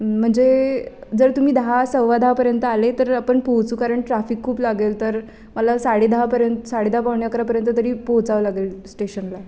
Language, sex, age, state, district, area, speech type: Marathi, female, 18-30, Maharashtra, Pune, urban, spontaneous